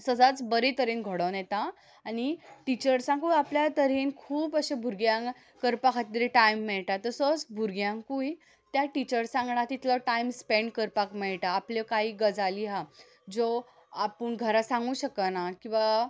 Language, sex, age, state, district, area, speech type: Goan Konkani, female, 18-30, Goa, Ponda, urban, spontaneous